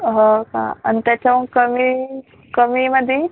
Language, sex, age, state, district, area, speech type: Marathi, female, 18-30, Maharashtra, Buldhana, rural, conversation